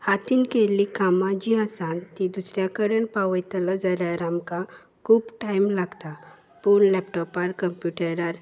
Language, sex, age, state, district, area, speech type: Goan Konkani, female, 18-30, Goa, Salcete, urban, spontaneous